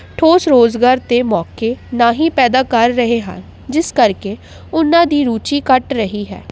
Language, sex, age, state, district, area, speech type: Punjabi, female, 18-30, Punjab, Jalandhar, urban, spontaneous